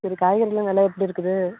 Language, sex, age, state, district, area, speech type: Tamil, female, 45-60, Tamil Nadu, Perambalur, urban, conversation